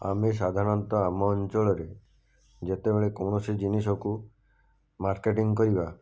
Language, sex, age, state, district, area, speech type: Odia, male, 45-60, Odisha, Jajpur, rural, spontaneous